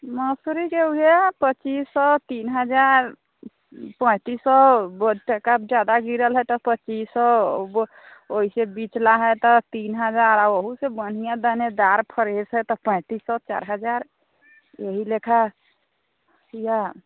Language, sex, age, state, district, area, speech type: Maithili, female, 30-45, Bihar, Sitamarhi, urban, conversation